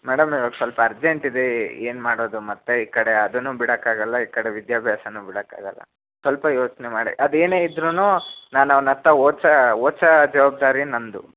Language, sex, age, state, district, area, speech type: Kannada, male, 18-30, Karnataka, Chitradurga, urban, conversation